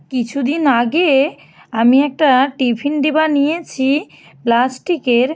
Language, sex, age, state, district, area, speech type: Bengali, female, 45-60, West Bengal, Bankura, urban, spontaneous